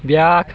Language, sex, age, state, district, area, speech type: Kashmiri, male, 18-30, Jammu and Kashmir, Shopian, rural, read